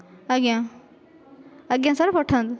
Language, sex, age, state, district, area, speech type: Odia, female, 30-45, Odisha, Dhenkanal, rural, spontaneous